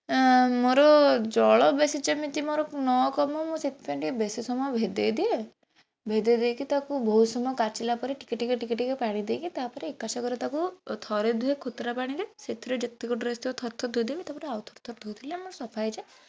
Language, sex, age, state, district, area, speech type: Odia, female, 18-30, Odisha, Bhadrak, rural, spontaneous